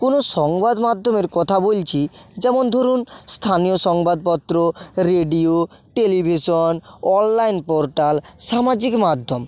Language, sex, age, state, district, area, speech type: Bengali, male, 18-30, West Bengal, Bankura, urban, spontaneous